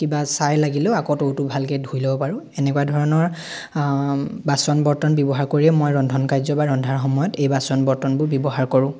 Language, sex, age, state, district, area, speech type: Assamese, male, 18-30, Assam, Dhemaji, rural, spontaneous